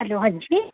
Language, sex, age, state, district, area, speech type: Dogri, female, 30-45, Jammu and Kashmir, Reasi, urban, conversation